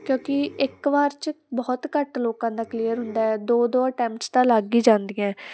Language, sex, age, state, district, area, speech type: Punjabi, female, 18-30, Punjab, Muktsar, urban, spontaneous